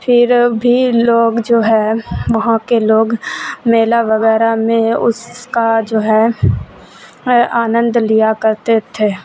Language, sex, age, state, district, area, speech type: Urdu, female, 30-45, Bihar, Supaul, urban, spontaneous